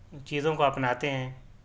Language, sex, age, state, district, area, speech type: Urdu, male, 30-45, Delhi, South Delhi, urban, spontaneous